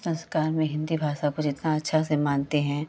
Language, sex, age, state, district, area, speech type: Hindi, female, 30-45, Uttar Pradesh, Chandauli, rural, spontaneous